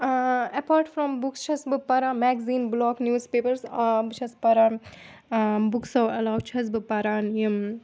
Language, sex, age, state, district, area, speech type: Kashmiri, female, 18-30, Jammu and Kashmir, Srinagar, urban, spontaneous